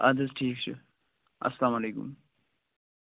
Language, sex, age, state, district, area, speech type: Kashmiri, male, 45-60, Jammu and Kashmir, Budgam, rural, conversation